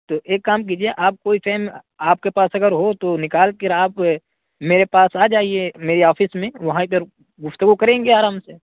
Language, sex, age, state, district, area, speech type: Urdu, male, 18-30, Uttar Pradesh, Saharanpur, urban, conversation